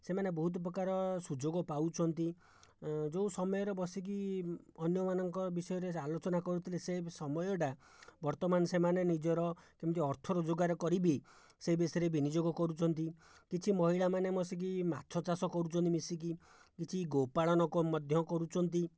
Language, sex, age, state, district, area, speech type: Odia, male, 60+, Odisha, Jajpur, rural, spontaneous